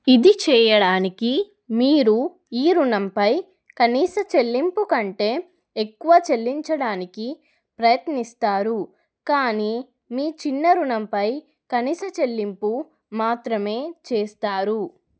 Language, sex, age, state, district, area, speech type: Telugu, female, 30-45, Telangana, Adilabad, rural, read